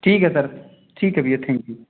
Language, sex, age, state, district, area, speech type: Hindi, male, 18-30, Madhya Pradesh, Jabalpur, urban, conversation